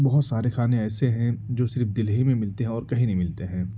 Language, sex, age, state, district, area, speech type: Urdu, male, 18-30, Delhi, East Delhi, urban, spontaneous